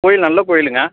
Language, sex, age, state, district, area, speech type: Tamil, male, 18-30, Tamil Nadu, Tiruppur, rural, conversation